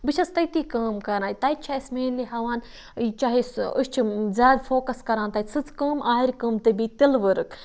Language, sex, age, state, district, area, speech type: Kashmiri, female, 30-45, Jammu and Kashmir, Budgam, rural, spontaneous